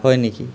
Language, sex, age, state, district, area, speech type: Assamese, male, 30-45, Assam, Nalbari, urban, spontaneous